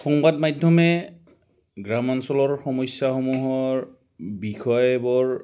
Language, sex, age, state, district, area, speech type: Assamese, male, 45-60, Assam, Goalpara, rural, spontaneous